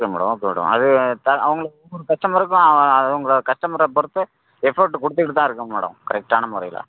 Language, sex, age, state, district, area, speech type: Tamil, male, 45-60, Tamil Nadu, Tenkasi, urban, conversation